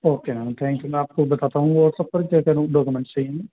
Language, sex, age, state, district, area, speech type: Urdu, male, 30-45, Uttar Pradesh, Muzaffarnagar, urban, conversation